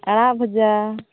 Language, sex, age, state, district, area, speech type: Santali, female, 30-45, West Bengal, Malda, rural, conversation